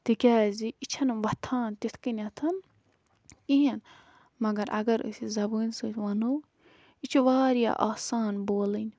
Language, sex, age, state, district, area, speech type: Kashmiri, female, 18-30, Jammu and Kashmir, Budgam, rural, spontaneous